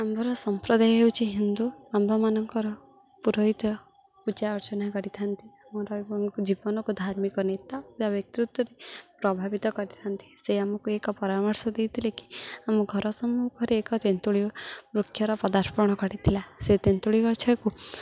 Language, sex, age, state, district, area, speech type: Odia, female, 18-30, Odisha, Jagatsinghpur, rural, spontaneous